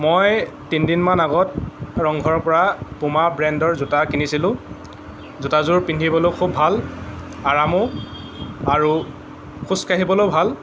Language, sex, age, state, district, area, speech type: Assamese, male, 18-30, Assam, Lakhimpur, rural, spontaneous